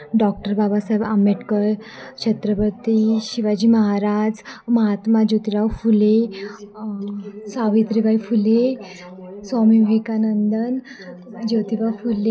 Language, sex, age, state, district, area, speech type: Marathi, female, 18-30, Maharashtra, Wardha, urban, spontaneous